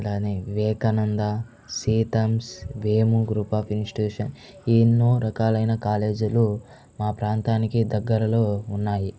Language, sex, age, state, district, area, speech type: Telugu, male, 18-30, Andhra Pradesh, Chittoor, rural, spontaneous